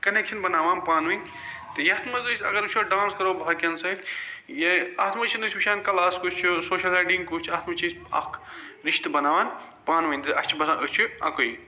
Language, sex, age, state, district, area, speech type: Kashmiri, male, 45-60, Jammu and Kashmir, Srinagar, urban, spontaneous